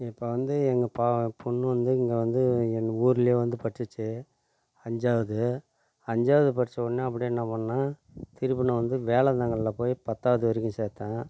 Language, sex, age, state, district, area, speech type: Tamil, male, 45-60, Tamil Nadu, Tiruvannamalai, rural, spontaneous